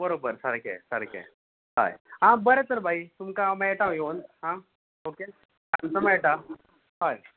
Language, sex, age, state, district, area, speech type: Goan Konkani, male, 18-30, Goa, Bardez, urban, conversation